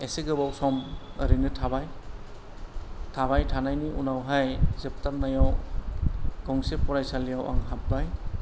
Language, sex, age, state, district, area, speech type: Bodo, male, 60+, Assam, Kokrajhar, rural, spontaneous